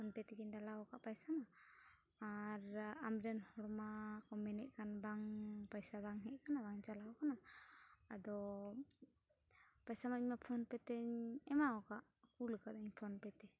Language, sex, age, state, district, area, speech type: Santali, female, 18-30, West Bengal, Uttar Dinajpur, rural, spontaneous